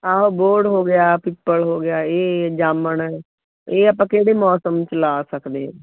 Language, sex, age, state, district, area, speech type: Punjabi, female, 45-60, Punjab, Muktsar, urban, conversation